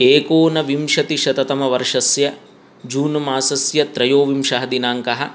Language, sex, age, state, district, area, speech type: Sanskrit, male, 30-45, Telangana, Hyderabad, urban, spontaneous